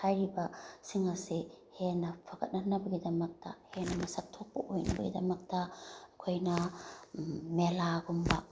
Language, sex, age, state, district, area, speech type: Manipuri, female, 30-45, Manipur, Bishnupur, rural, spontaneous